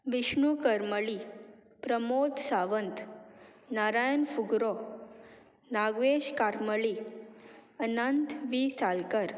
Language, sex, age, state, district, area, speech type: Goan Konkani, female, 18-30, Goa, Murmgao, urban, spontaneous